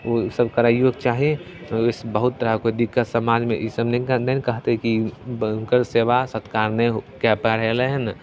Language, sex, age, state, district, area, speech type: Maithili, male, 18-30, Bihar, Begusarai, rural, spontaneous